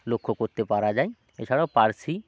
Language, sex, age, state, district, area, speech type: Bengali, male, 45-60, West Bengal, Hooghly, urban, spontaneous